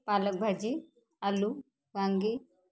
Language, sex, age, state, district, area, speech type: Marathi, female, 30-45, Maharashtra, Wardha, rural, spontaneous